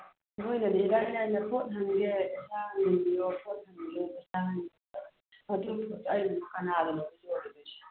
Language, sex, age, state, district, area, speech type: Manipuri, female, 45-60, Manipur, Churachandpur, urban, conversation